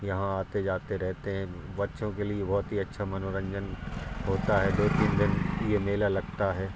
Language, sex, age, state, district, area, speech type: Hindi, male, 30-45, Madhya Pradesh, Hoshangabad, rural, spontaneous